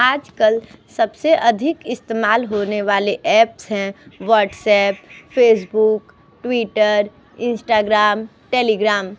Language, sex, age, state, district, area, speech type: Hindi, female, 45-60, Uttar Pradesh, Sonbhadra, rural, spontaneous